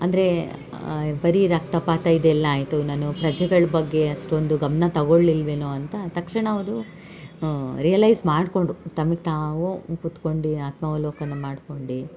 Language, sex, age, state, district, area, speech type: Kannada, female, 45-60, Karnataka, Hassan, urban, spontaneous